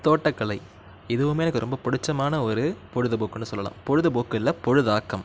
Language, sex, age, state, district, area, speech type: Tamil, male, 18-30, Tamil Nadu, Nagapattinam, rural, spontaneous